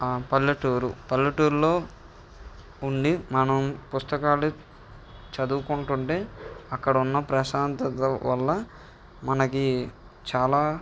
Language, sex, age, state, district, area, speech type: Telugu, male, 18-30, Andhra Pradesh, N T Rama Rao, urban, spontaneous